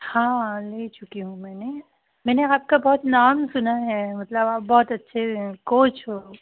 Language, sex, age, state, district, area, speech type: Hindi, female, 30-45, Madhya Pradesh, Chhindwara, urban, conversation